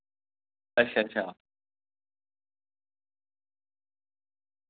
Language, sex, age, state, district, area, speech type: Dogri, male, 30-45, Jammu and Kashmir, Udhampur, rural, conversation